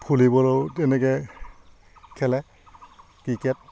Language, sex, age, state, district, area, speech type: Assamese, male, 45-60, Assam, Udalguri, rural, spontaneous